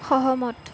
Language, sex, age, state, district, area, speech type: Assamese, female, 18-30, Assam, Kamrup Metropolitan, urban, read